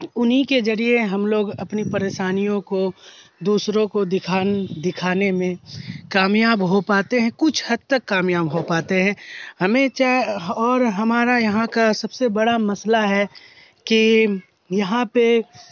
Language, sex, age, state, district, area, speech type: Urdu, male, 18-30, Bihar, Khagaria, rural, spontaneous